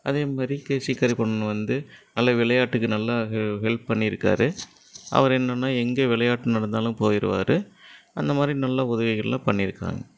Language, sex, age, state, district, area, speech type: Tamil, male, 30-45, Tamil Nadu, Erode, rural, spontaneous